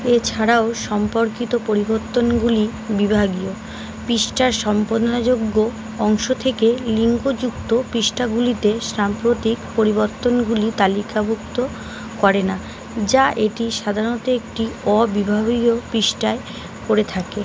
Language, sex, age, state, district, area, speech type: Bengali, female, 30-45, West Bengal, Uttar Dinajpur, urban, read